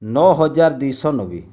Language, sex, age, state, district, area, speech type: Odia, male, 30-45, Odisha, Bargarh, rural, spontaneous